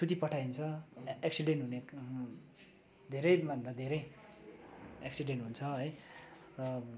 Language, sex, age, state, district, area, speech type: Nepali, male, 30-45, West Bengal, Darjeeling, rural, spontaneous